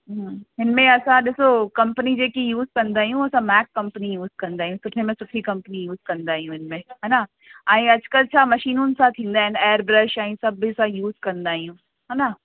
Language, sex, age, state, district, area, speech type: Sindhi, female, 30-45, Uttar Pradesh, Lucknow, urban, conversation